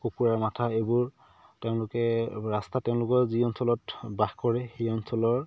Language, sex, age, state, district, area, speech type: Assamese, male, 30-45, Assam, Dhemaji, rural, spontaneous